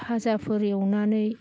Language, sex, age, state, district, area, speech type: Bodo, female, 60+, Assam, Baksa, urban, spontaneous